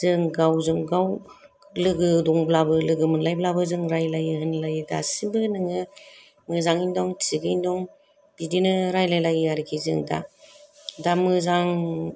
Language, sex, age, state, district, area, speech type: Bodo, female, 30-45, Assam, Kokrajhar, urban, spontaneous